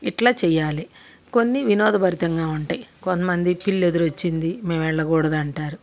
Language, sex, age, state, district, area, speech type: Telugu, female, 45-60, Andhra Pradesh, Bapatla, urban, spontaneous